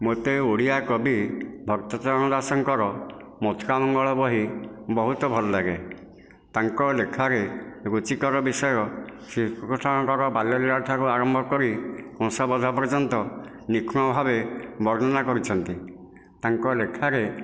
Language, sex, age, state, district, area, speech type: Odia, male, 60+, Odisha, Nayagarh, rural, spontaneous